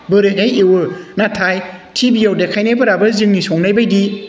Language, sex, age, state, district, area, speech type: Bodo, male, 45-60, Assam, Udalguri, urban, spontaneous